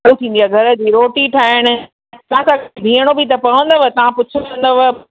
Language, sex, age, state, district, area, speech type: Sindhi, female, 45-60, Rajasthan, Ajmer, urban, conversation